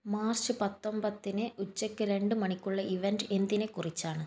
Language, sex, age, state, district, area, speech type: Malayalam, female, 18-30, Kerala, Kannur, rural, read